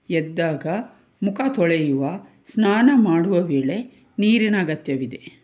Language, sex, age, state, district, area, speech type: Kannada, female, 45-60, Karnataka, Tumkur, urban, spontaneous